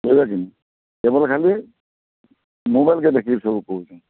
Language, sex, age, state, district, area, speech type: Odia, male, 45-60, Odisha, Bargarh, urban, conversation